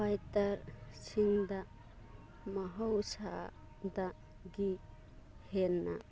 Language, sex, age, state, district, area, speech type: Manipuri, female, 30-45, Manipur, Churachandpur, rural, read